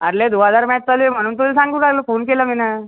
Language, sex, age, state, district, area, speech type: Marathi, male, 18-30, Maharashtra, Buldhana, urban, conversation